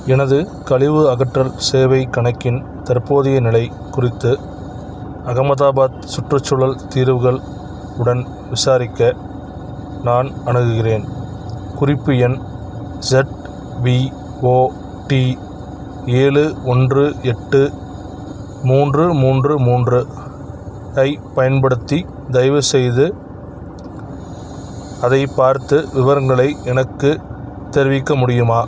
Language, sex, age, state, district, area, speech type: Tamil, male, 45-60, Tamil Nadu, Madurai, rural, read